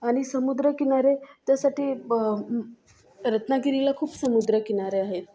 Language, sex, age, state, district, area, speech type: Marathi, female, 18-30, Maharashtra, Solapur, urban, spontaneous